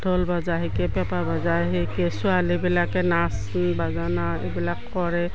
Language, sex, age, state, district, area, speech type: Assamese, female, 60+, Assam, Udalguri, rural, spontaneous